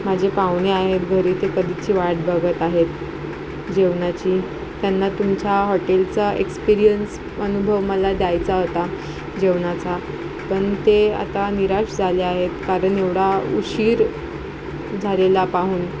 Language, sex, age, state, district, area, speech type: Marathi, female, 18-30, Maharashtra, Ratnagiri, urban, spontaneous